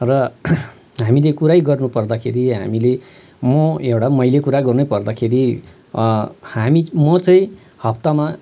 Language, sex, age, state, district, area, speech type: Nepali, male, 45-60, West Bengal, Kalimpong, rural, spontaneous